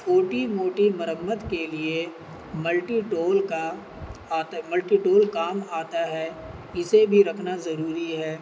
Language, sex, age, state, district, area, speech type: Urdu, male, 18-30, Bihar, Gaya, urban, spontaneous